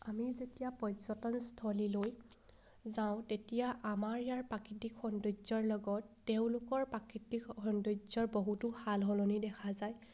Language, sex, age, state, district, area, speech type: Assamese, female, 18-30, Assam, Sivasagar, rural, spontaneous